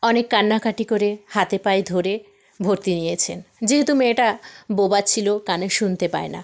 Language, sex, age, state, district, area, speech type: Bengali, female, 18-30, West Bengal, South 24 Parganas, rural, spontaneous